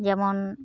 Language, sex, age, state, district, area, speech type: Santali, female, 30-45, West Bengal, Uttar Dinajpur, rural, spontaneous